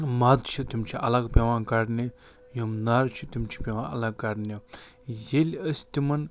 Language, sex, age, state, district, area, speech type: Kashmiri, male, 30-45, Jammu and Kashmir, Ganderbal, rural, spontaneous